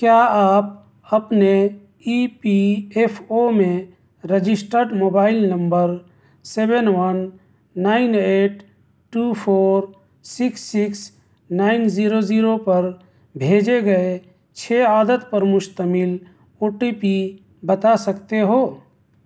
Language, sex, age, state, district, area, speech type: Urdu, male, 30-45, Delhi, South Delhi, urban, read